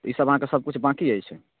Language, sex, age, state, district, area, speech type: Maithili, male, 18-30, Bihar, Darbhanga, rural, conversation